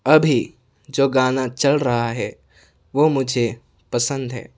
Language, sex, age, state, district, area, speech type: Urdu, male, 18-30, Telangana, Hyderabad, urban, read